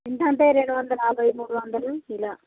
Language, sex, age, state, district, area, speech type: Telugu, female, 45-60, Telangana, Jagtial, rural, conversation